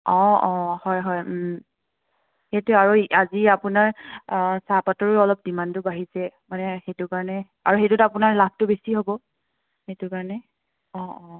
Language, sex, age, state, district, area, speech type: Assamese, female, 30-45, Assam, Charaideo, rural, conversation